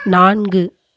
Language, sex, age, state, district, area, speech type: Tamil, female, 30-45, Tamil Nadu, Tiruvannamalai, rural, read